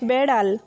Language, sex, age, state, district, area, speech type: Bengali, female, 60+, West Bengal, Jhargram, rural, read